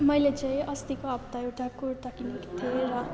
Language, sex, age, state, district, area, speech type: Nepali, female, 18-30, West Bengal, Jalpaiguri, rural, spontaneous